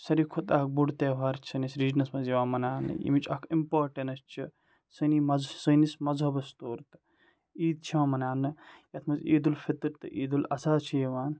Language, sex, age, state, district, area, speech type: Kashmiri, male, 18-30, Jammu and Kashmir, Ganderbal, rural, spontaneous